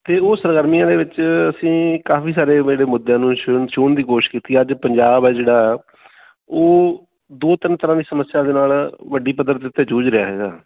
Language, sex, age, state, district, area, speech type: Punjabi, male, 45-60, Punjab, Bathinda, urban, conversation